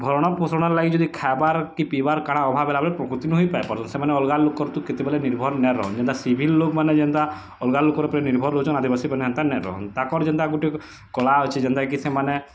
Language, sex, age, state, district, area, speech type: Odia, male, 18-30, Odisha, Bargarh, rural, spontaneous